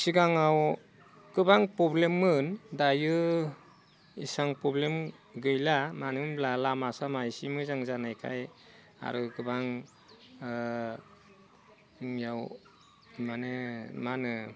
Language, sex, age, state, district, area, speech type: Bodo, male, 45-60, Assam, Udalguri, rural, spontaneous